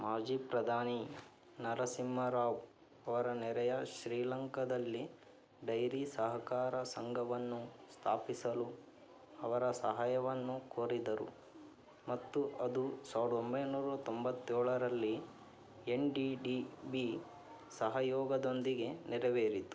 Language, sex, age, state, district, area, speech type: Kannada, male, 18-30, Karnataka, Davanagere, urban, read